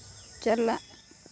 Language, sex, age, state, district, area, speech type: Santali, female, 30-45, Jharkhand, Seraikela Kharsawan, rural, read